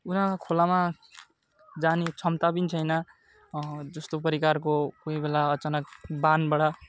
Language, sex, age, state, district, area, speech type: Nepali, male, 18-30, West Bengal, Alipurduar, urban, spontaneous